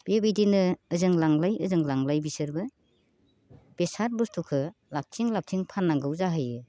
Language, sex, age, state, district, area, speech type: Bodo, female, 45-60, Assam, Baksa, rural, spontaneous